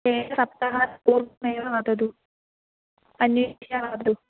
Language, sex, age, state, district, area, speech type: Sanskrit, female, 18-30, Kerala, Kannur, rural, conversation